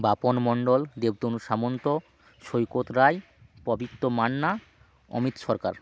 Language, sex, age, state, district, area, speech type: Bengali, male, 30-45, West Bengal, Hooghly, rural, spontaneous